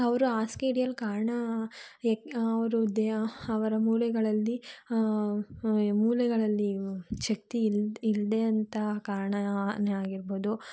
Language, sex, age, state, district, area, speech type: Kannada, female, 30-45, Karnataka, Tumkur, rural, spontaneous